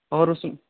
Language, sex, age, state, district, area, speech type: Urdu, male, 18-30, Uttar Pradesh, Saharanpur, urban, conversation